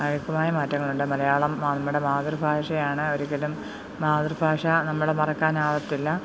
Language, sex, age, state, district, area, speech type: Malayalam, female, 30-45, Kerala, Pathanamthitta, rural, spontaneous